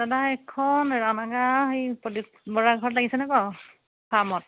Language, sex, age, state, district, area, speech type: Assamese, female, 30-45, Assam, Majuli, urban, conversation